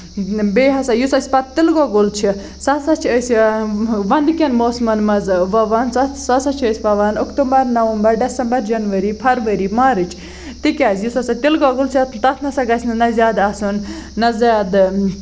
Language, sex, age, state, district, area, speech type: Kashmiri, female, 18-30, Jammu and Kashmir, Baramulla, rural, spontaneous